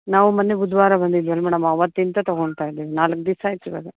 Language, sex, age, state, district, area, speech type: Kannada, female, 30-45, Karnataka, Koppal, rural, conversation